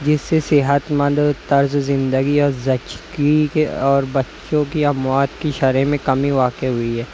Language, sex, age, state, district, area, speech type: Urdu, male, 30-45, Maharashtra, Nashik, urban, spontaneous